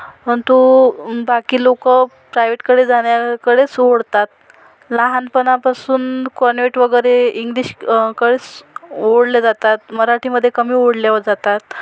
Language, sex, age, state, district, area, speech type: Marathi, female, 45-60, Maharashtra, Amravati, rural, spontaneous